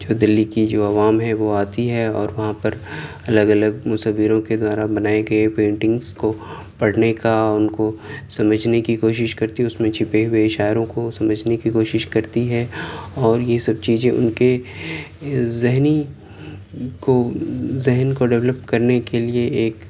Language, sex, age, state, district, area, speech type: Urdu, male, 30-45, Delhi, South Delhi, urban, spontaneous